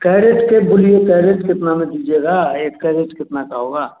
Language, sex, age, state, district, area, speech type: Hindi, male, 60+, Bihar, Samastipur, urban, conversation